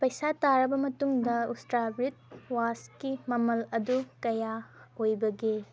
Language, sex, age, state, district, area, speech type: Manipuri, female, 18-30, Manipur, Kangpokpi, rural, read